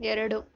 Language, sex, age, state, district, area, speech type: Kannada, female, 30-45, Karnataka, Bangalore Urban, rural, read